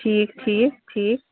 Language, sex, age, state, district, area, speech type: Kashmiri, female, 30-45, Jammu and Kashmir, Srinagar, urban, conversation